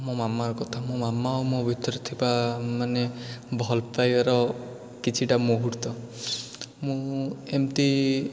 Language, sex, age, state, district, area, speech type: Odia, male, 18-30, Odisha, Dhenkanal, urban, spontaneous